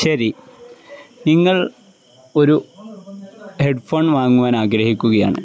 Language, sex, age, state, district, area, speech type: Malayalam, male, 18-30, Kerala, Kozhikode, rural, spontaneous